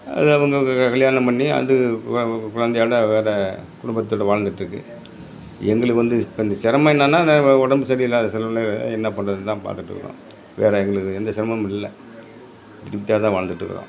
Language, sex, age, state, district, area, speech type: Tamil, male, 60+, Tamil Nadu, Perambalur, rural, spontaneous